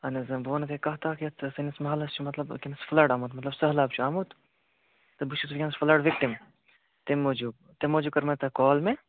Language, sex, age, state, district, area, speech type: Kashmiri, male, 18-30, Jammu and Kashmir, Bandipora, rural, conversation